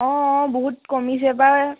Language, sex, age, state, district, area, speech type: Assamese, female, 18-30, Assam, Sivasagar, rural, conversation